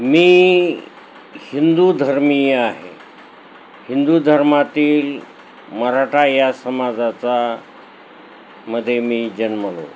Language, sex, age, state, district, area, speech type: Marathi, male, 60+, Maharashtra, Nanded, urban, spontaneous